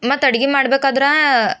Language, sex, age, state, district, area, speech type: Kannada, female, 18-30, Karnataka, Bidar, urban, spontaneous